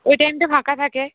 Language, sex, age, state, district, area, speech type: Bengali, female, 18-30, West Bengal, Cooch Behar, urban, conversation